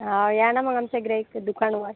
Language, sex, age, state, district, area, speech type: Marathi, female, 45-60, Maharashtra, Akola, rural, conversation